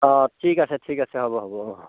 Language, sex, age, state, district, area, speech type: Assamese, male, 60+, Assam, Dhemaji, rural, conversation